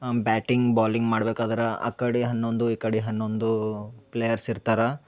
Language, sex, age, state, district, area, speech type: Kannada, male, 18-30, Karnataka, Bidar, urban, spontaneous